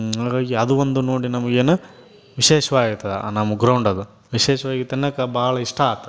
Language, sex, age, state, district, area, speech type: Kannada, male, 30-45, Karnataka, Gadag, rural, spontaneous